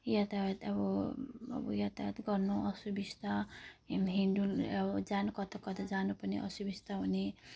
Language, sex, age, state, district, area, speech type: Nepali, female, 30-45, West Bengal, Jalpaiguri, rural, spontaneous